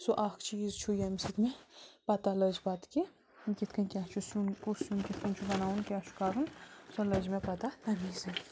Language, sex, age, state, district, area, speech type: Kashmiri, female, 30-45, Jammu and Kashmir, Bandipora, rural, spontaneous